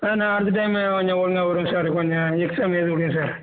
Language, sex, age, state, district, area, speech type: Tamil, male, 45-60, Tamil Nadu, Cuddalore, rural, conversation